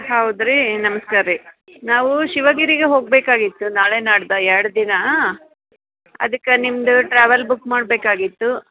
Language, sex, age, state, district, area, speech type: Kannada, female, 45-60, Karnataka, Dharwad, urban, conversation